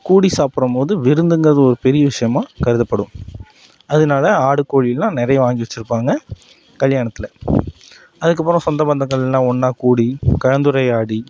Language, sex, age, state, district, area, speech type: Tamil, male, 18-30, Tamil Nadu, Nagapattinam, rural, spontaneous